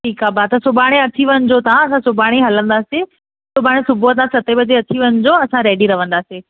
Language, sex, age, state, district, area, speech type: Sindhi, female, 18-30, Maharashtra, Thane, urban, conversation